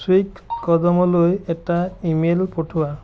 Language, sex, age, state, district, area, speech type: Assamese, male, 30-45, Assam, Biswanath, rural, read